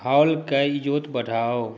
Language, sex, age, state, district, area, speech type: Maithili, male, 30-45, Bihar, Saharsa, urban, read